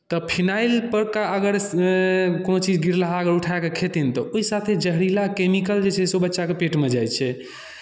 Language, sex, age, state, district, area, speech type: Maithili, male, 18-30, Bihar, Darbhanga, rural, spontaneous